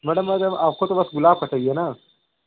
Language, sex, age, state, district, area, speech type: Hindi, male, 30-45, Uttar Pradesh, Bhadohi, rural, conversation